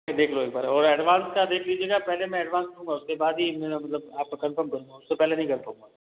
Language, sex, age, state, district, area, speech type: Hindi, male, 30-45, Rajasthan, Jodhpur, urban, conversation